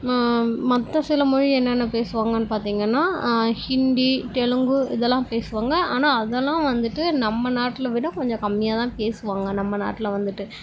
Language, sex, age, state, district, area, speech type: Tamil, female, 18-30, Tamil Nadu, Chennai, urban, spontaneous